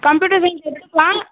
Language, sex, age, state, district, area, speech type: Tamil, male, 18-30, Tamil Nadu, Tiruchirappalli, urban, conversation